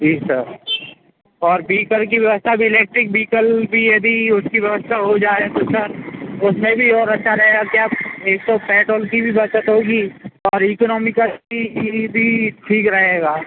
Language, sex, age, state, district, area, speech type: Hindi, male, 18-30, Madhya Pradesh, Hoshangabad, urban, conversation